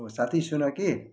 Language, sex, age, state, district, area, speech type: Nepali, male, 45-60, West Bengal, Kalimpong, rural, spontaneous